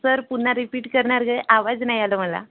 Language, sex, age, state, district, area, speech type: Marathi, female, 18-30, Maharashtra, Gondia, rural, conversation